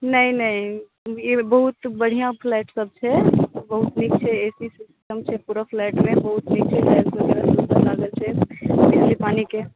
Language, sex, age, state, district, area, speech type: Maithili, female, 30-45, Bihar, Madhubani, rural, conversation